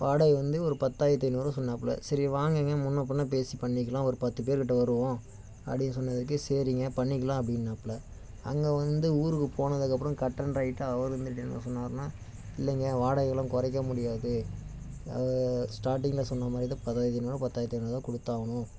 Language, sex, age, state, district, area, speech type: Tamil, male, 18-30, Tamil Nadu, Namakkal, rural, spontaneous